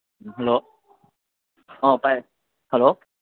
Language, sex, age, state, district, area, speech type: Manipuri, male, 30-45, Manipur, Kangpokpi, urban, conversation